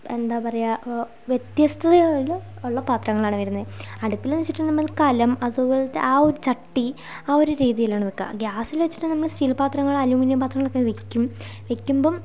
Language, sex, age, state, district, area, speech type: Malayalam, female, 18-30, Kerala, Wayanad, rural, spontaneous